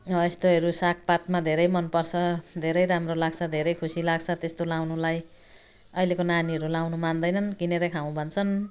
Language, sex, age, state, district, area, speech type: Nepali, female, 60+, West Bengal, Jalpaiguri, urban, spontaneous